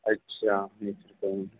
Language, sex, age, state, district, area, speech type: Gujarati, male, 30-45, Gujarat, Ahmedabad, urban, conversation